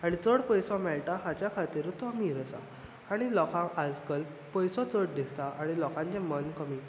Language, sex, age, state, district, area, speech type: Goan Konkani, male, 18-30, Goa, Bardez, urban, spontaneous